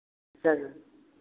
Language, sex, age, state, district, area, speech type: Hindi, male, 60+, Uttar Pradesh, Lucknow, rural, conversation